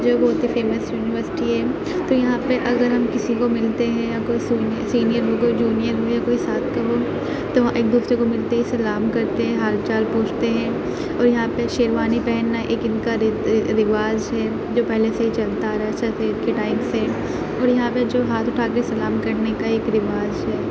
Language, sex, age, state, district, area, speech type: Urdu, female, 30-45, Uttar Pradesh, Aligarh, rural, spontaneous